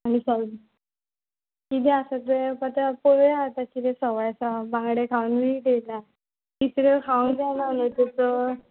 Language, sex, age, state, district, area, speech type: Goan Konkani, female, 18-30, Goa, Tiswadi, rural, conversation